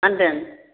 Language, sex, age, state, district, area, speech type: Bodo, female, 60+, Assam, Chirang, rural, conversation